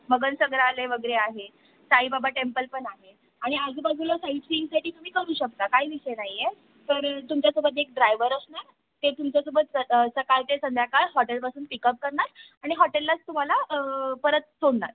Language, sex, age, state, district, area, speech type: Marathi, female, 18-30, Maharashtra, Mumbai Suburban, urban, conversation